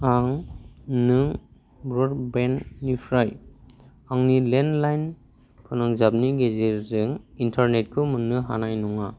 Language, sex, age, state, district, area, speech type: Bodo, male, 18-30, Assam, Kokrajhar, rural, read